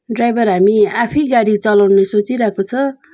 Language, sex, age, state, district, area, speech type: Nepali, female, 45-60, West Bengal, Darjeeling, rural, spontaneous